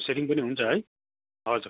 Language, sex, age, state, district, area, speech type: Nepali, male, 30-45, West Bengal, Darjeeling, rural, conversation